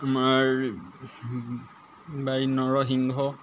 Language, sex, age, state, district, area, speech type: Assamese, male, 30-45, Assam, Golaghat, urban, spontaneous